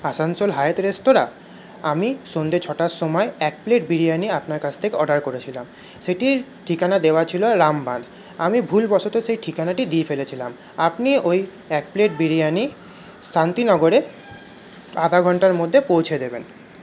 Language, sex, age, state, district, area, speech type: Bengali, male, 30-45, West Bengal, Paschim Bardhaman, urban, spontaneous